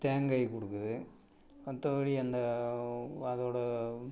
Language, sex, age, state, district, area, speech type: Tamil, male, 45-60, Tamil Nadu, Tiruppur, rural, spontaneous